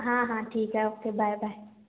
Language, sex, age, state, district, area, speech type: Marathi, female, 18-30, Maharashtra, Washim, rural, conversation